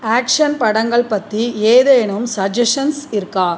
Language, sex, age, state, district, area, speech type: Tamil, female, 45-60, Tamil Nadu, Cuddalore, rural, read